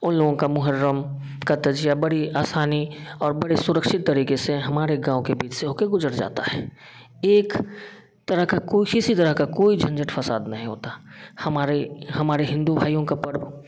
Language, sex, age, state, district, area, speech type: Hindi, male, 30-45, Bihar, Samastipur, urban, spontaneous